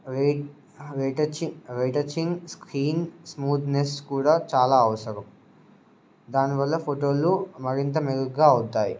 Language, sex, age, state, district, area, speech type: Telugu, male, 18-30, Telangana, Warangal, rural, spontaneous